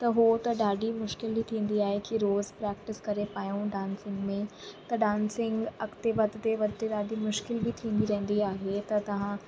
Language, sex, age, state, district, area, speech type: Sindhi, female, 18-30, Uttar Pradesh, Lucknow, rural, spontaneous